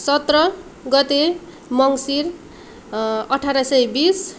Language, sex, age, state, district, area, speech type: Nepali, female, 18-30, West Bengal, Darjeeling, rural, spontaneous